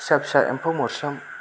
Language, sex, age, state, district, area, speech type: Bodo, male, 30-45, Assam, Chirang, rural, spontaneous